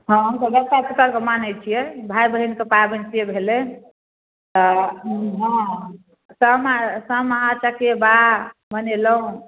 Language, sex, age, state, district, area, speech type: Maithili, female, 45-60, Bihar, Darbhanga, urban, conversation